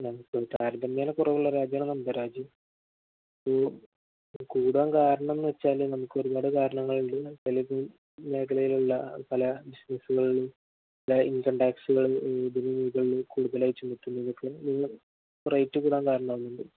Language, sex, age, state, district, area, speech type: Malayalam, male, 18-30, Kerala, Malappuram, rural, conversation